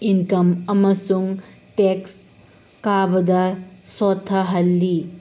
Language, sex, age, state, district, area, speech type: Manipuri, female, 30-45, Manipur, Tengnoupal, urban, spontaneous